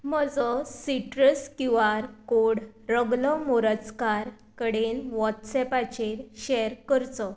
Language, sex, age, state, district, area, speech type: Goan Konkani, female, 18-30, Goa, Tiswadi, rural, read